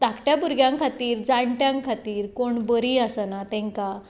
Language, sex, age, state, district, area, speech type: Goan Konkani, female, 30-45, Goa, Tiswadi, rural, spontaneous